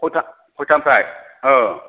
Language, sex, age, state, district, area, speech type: Bodo, male, 60+, Assam, Chirang, rural, conversation